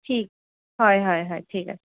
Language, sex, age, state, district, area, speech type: Assamese, female, 30-45, Assam, Kamrup Metropolitan, urban, conversation